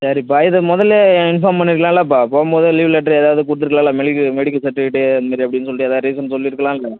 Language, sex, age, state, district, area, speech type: Tamil, male, 30-45, Tamil Nadu, Cuddalore, rural, conversation